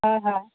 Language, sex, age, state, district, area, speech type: Assamese, female, 18-30, Assam, Majuli, urban, conversation